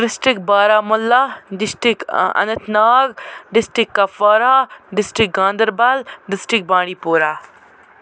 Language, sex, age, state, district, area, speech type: Kashmiri, female, 30-45, Jammu and Kashmir, Baramulla, rural, spontaneous